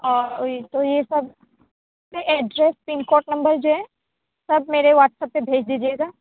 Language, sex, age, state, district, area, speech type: Urdu, female, 30-45, Uttar Pradesh, Aligarh, rural, conversation